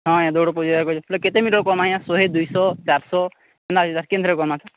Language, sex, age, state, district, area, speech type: Odia, male, 30-45, Odisha, Sambalpur, rural, conversation